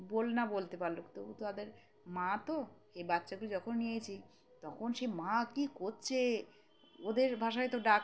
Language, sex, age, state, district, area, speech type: Bengali, female, 30-45, West Bengal, Birbhum, urban, spontaneous